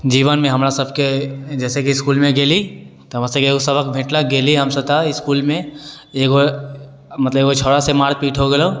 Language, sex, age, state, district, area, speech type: Maithili, male, 18-30, Bihar, Sitamarhi, urban, spontaneous